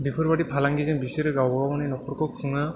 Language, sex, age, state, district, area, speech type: Bodo, male, 18-30, Assam, Chirang, rural, spontaneous